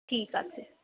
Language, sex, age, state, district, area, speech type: Bengali, female, 18-30, West Bengal, Darjeeling, urban, conversation